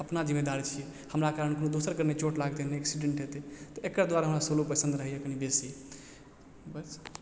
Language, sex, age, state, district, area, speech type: Maithili, male, 30-45, Bihar, Supaul, urban, spontaneous